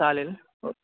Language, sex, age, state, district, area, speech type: Marathi, male, 18-30, Maharashtra, Ratnagiri, rural, conversation